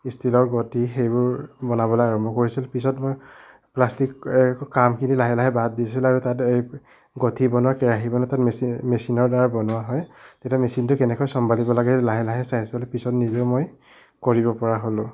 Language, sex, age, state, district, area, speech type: Assamese, male, 60+, Assam, Nagaon, rural, spontaneous